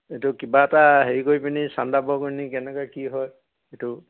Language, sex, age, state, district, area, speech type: Assamese, male, 60+, Assam, Dibrugarh, urban, conversation